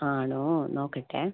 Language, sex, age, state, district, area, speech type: Malayalam, female, 18-30, Kerala, Kannur, rural, conversation